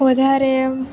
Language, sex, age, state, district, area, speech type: Gujarati, female, 18-30, Gujarat, Valsad, rural, spontaneous